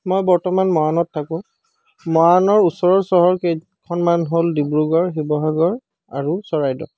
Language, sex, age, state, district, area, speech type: Assamese, male, 18-30, Assam, Charaideo, urban, spontaneous